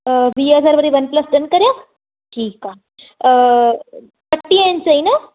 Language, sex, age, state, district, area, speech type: Sindhi, female, 18-30, Maharashtra, Thane, urban, conversation